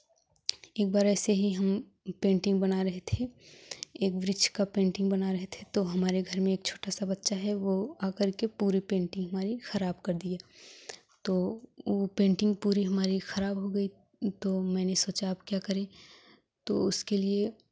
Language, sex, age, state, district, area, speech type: Hindi, female, 18-30, Uttar Pradesh, Jaunpur, urban, spontaneous